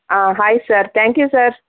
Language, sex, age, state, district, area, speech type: Kannada, female, 45-60, Karnataka, Chikkaballapur, rural, conversation